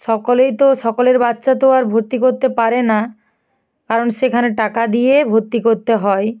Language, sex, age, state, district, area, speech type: Bengali, female, 18-30, West Bengal, North 24 Parganas, rural, spontaneous